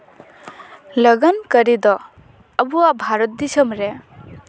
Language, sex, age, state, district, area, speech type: Santali, female, 18-30, West Bengal, Paschim Bardhaman, rural, spontaneous